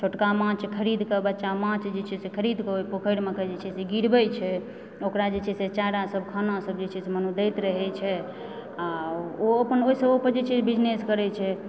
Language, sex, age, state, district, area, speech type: Maithili, female, 30-45, Bihar, Supaul, rural, spontaneous